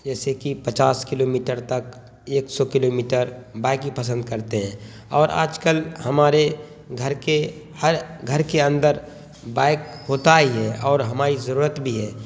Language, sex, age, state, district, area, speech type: Urdu, male, 30-45, Bihar, Khagaria, rural, spontaneous